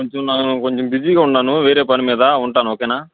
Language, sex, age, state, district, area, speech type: Telugu, male, 18-30, Andhra Pradesh, Bapatla, rural, conversation